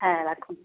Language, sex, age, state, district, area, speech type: Bengali, female, 60+, West Bengal, Paschim Bardhaman, urban, conversation